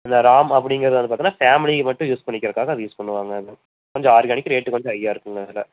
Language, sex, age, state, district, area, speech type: Tamil, male, 18-30, Tamil Nadu, Erode, rural, conversation